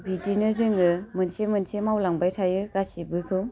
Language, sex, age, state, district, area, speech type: Bodo, female, 30-45, Assam, Baksa, rural, spontaneous